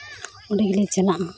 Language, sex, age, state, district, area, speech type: Santali, female, 18-30, Jharkhand, Seraikela Kharsawan, rural, spontaneous